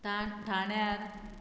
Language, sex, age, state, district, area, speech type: Goan Konkani, female, 45-60, Goa, Murmgao, rural, spontaneous